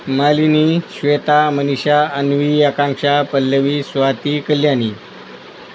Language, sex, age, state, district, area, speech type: Marathi, male, 45-60, Maharashtra, Nanded, rural, spontaneous